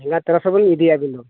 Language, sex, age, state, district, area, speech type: Santali, male, 45-60, Odisha, Mayurbhanj, rural, conversation